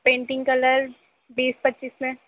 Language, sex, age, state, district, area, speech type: Urdu, female, 18-30, Uttar Pradesh, Gautam Buddha Nagar, rural, conversation